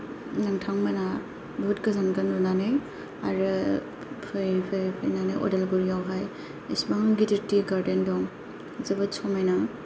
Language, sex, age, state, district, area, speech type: Bodo, female, 30-45, Assam, Kokrajhar, rural, spontaneous